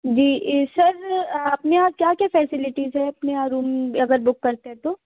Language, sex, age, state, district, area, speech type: Hindi, female, 18-30, Madhya Pradesh, Hoshangabad, rural, conversation